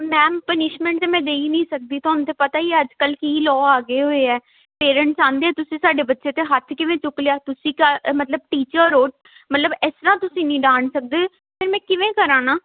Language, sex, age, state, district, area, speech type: Punjabi, female, 18-30, Punjab, Tarn Taran, urban, conversation